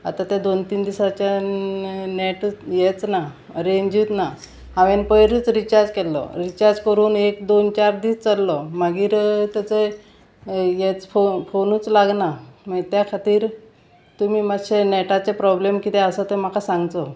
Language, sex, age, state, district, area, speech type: Goan Konkani, female, 45-60, Goa, Salcete, rural, spontaneous